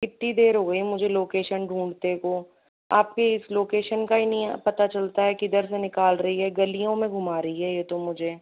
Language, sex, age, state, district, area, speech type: Hindi, female, 18-30, Rajasthan, Jaipur, urban, conversation